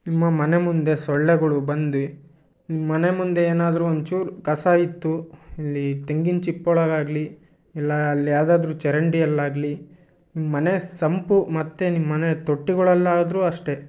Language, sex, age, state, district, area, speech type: Kannada, male, 18-30, Karnataka, Chitradurga, rural, spontaneous